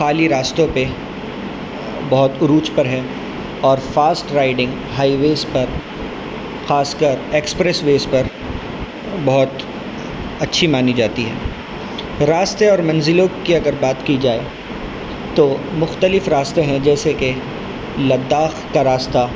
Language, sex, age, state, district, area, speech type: Urdu, male, 18-30, Delhi, North East Delhi, urban, spontaneous